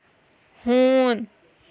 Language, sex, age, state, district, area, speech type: Kashmiri, female, 30-45, Jammu and Kashmir, Shopian, rural, read